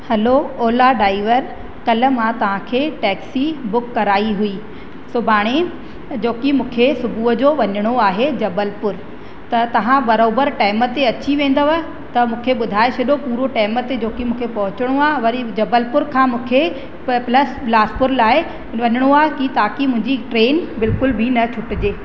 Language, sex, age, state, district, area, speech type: Sindhi, female, 30-45, Madhya Pradesh, Katni, rural, spontaneous